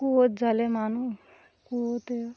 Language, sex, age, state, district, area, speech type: Bengali, female, 45-60, West Bengal, Birbhum, urban, spontaneous